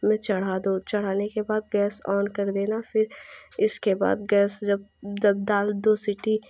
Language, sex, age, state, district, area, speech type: Hindi, female, 18-30, Uttar Pradesh, Jaunpur, urban, spontaneous